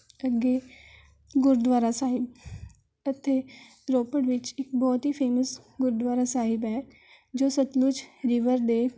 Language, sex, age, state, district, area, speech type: Punjabi, female, 18-30, Punjab, Rupnagar, urban, spontaneous